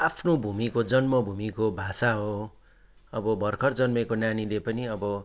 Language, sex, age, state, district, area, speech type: Nepali, male, 45-60, West Bengal, Kalimpong, rural, spontaneous